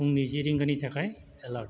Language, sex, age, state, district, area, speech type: Bodo, male, 30-45, Assam, Chirang, rural, read